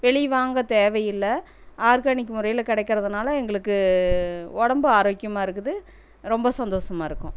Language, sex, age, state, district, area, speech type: Tamil, female, 45-60, Tamil Nadu, Erode, rural, spontaneous